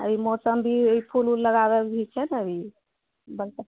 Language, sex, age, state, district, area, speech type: Maithili, female, 60+, Bihar, Purnia, rural, conversation